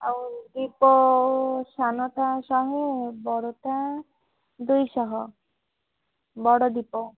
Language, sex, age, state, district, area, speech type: Odia, male, 30-45, Odisha, Malkangiri, urban, conversation